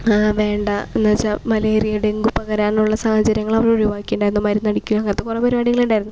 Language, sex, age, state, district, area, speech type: Malayalam, female, 18-30, Kerala, Thrissur, rural, spontaneous